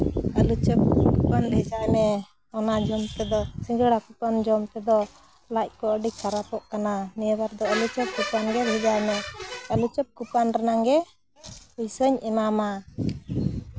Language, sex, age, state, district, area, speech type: Santali, female, 45-60, Jharkhand, Seraikela Kharsawan, rural, spontaneous